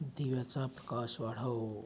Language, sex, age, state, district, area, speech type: Marathi, male, 45-60, Maharashtra, Akola, urban, read